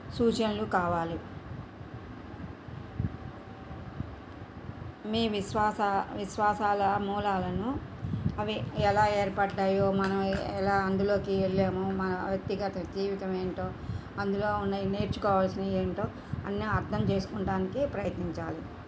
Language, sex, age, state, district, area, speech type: Telugu, female, 60+, Andhra Pradesh, Krishna, rural, spontaneous